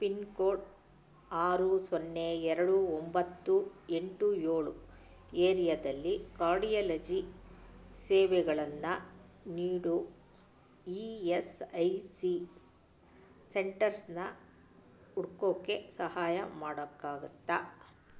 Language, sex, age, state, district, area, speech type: Kannada, female, 45-60, Karnataka, Chitradurga, rural, read